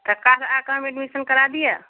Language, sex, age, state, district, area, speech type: Maithili, female, 18-30, Bihar, Muzaffarpur, rural, conversation